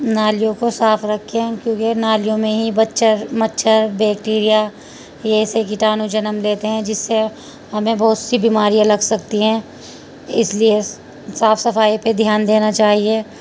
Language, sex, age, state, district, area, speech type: Urdu, female, 45-60, Uttar Pradesh, Muzaffarnagar, urban, spontaneous